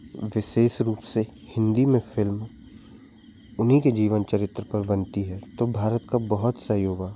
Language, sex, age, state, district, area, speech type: Hindi, male, 18-30, Madhya Pradesh, Jabalpur, urban, spontaneous